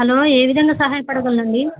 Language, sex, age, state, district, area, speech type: Telugu, female, 30-45, Telangana, Bhadradri Kothagudem, urban, conversation